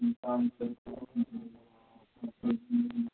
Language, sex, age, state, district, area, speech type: Hindi, male, 30-45, Rajasthan, Jaipur, urban, conversation